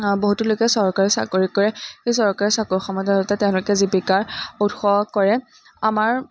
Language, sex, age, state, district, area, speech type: Assamese, female, 18-30, Assam, Majuli, urban, spontaneous